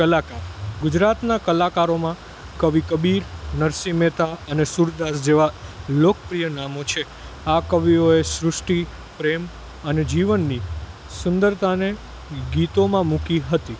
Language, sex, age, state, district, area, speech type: Gujarati, male, 18-30, Gujarat, Junagadh, urban, spontaneous